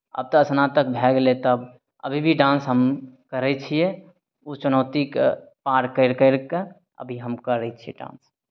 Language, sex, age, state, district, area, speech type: Maithili, male, 30-45, Bihar, Begusarai, urban, spontaneous